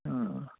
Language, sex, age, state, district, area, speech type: Urdu, male, 18-30, Delhi, South Delhi, urban, conversation